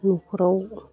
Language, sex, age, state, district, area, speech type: Bodo, female, 45-60, Assam, Kokrajhar, urban, spontaneous